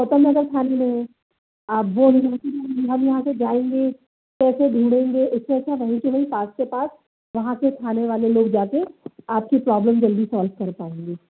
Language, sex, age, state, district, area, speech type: Hindi, male, 30-45, Madhya Pradesh, Bhopal, urban, conversation